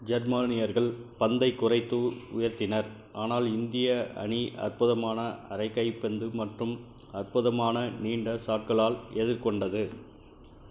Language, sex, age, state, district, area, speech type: Tamil, male, 45-60, Tamil Nadu, Krishnagiri, rural, read